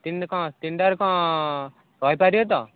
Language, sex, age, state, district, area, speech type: Odia, male, 18-30, Odisha, Ganjam, urban, conversation